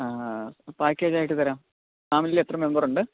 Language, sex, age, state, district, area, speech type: Malayalam, male, 18-30, Kerala, Pathanamthitta, rural, conversation